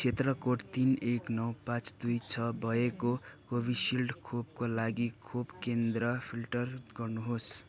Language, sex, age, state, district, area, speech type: Nepali, male, 18-30, West Bengal, Darjeeling, rural, read